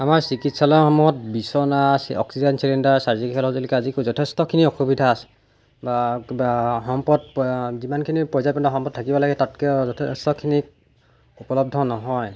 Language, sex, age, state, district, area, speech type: Assamese, male, 18-30, Assam, Golaghat, rural, spontaneous